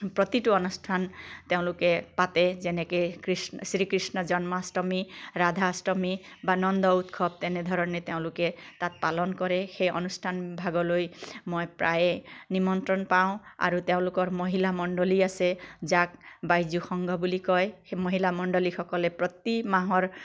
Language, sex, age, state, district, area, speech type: Assamese, female, 45-60, Assam, Biswanath, rural, spontaneous